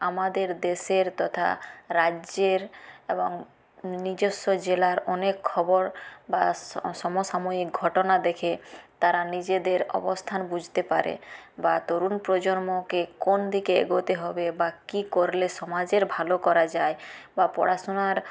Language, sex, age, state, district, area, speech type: Bengali, female, 30-45, West Bengal, Purulia, rural, spontaneous